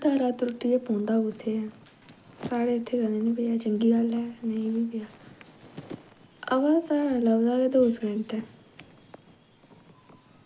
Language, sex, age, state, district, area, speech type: Dogri, female, 18-30, Jammu and Kashmir, Jammu, rural, spontaneous